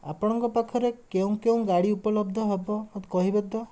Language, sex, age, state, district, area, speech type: Odia, male, 18-30, Odisha, Bhadrak, rural, spontaneous